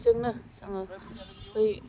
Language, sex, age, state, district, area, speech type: Bodo, female, 18-30, Assam, Udalguri, urban, spontaneous